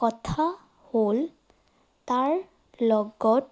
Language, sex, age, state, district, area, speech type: Assamese, female, 30-45, Assam, Sonitpur, rural, spontaneous